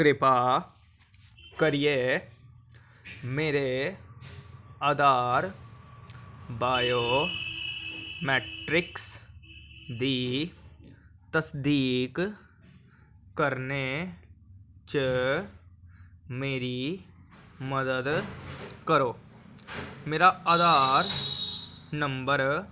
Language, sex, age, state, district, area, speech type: Dogri, male, 18-30, Jammu and Kashmir, Jammu, urban, read